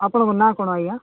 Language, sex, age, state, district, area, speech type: Odia, male, 45-60, Odisha, Nabarangpur, rural, conversation